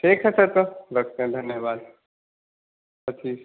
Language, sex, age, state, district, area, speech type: Hindi, male, 18-30, Bihar, Vaishali, urban, conversation